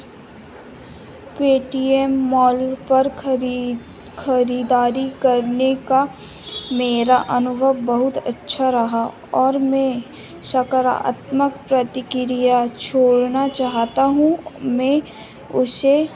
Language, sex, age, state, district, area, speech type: Hindi, female, 18-30, Madhya Pradesh, Chhindwara, urban, read